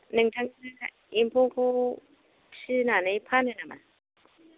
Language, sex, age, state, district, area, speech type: Bodo, female, 45-60, Assam, Kokrajhar, rural, conversation